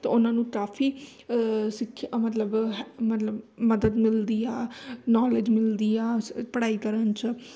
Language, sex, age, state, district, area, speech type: Punjabi, female, 30-45, Punjab, Amritsar, urban, spontaneous